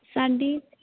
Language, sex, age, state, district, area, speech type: Punjabi, female, 18-30, Punjab, Jalandhar, urban, conversation